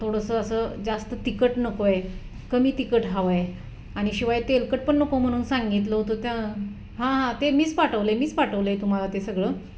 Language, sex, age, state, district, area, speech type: Marathi, female, 30-45, Maharashtra, Satara, rural, spontaneous